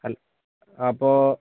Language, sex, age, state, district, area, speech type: Malayalam, male, 30-45, Kerala, Kozhikode, urban, conversation